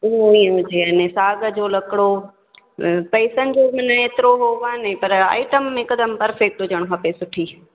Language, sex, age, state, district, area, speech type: Sindhi, female, 45-60, Gujarat, Junagadh, rural, conversation